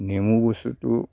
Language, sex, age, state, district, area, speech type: Assamese, male, 60+, Assam, Kamrup Metropolitan, urban, spontaneous